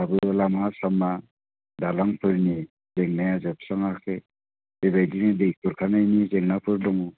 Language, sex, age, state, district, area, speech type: Bodo, male, 45-60, Assam, Baksa, rural, conversation